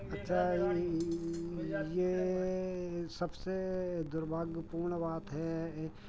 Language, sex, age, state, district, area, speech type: Hindi, male, 45-60, Madhya Pradesh, Hoshangabad, rural, spontaneous